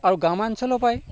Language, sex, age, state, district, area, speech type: Assamese, male, 45-60, Assam, Sivasagar, rural, spontaneous